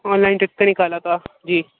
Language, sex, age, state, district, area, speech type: Urdu, male, 18-30, Delhi, Central Delhi, urban, conversation